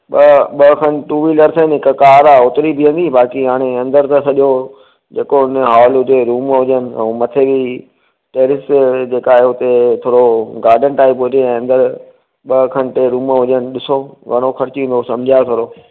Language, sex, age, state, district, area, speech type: Sindhi, male, 45-60, Maharashtra, Thane, urban, conversation